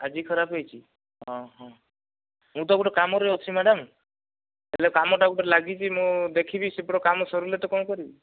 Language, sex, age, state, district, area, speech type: Odia, male, 45-60, Odisha, Kandhamal, rural, conversation